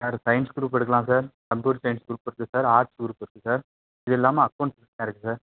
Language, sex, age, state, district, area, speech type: Tamil, male, 18-30, Tamil Nadu, Tiruvarur, rural, conversation